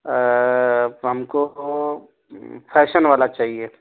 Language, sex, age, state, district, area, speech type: Urdu, male, 18-30, Bihar, Darbhanga, urban, conversation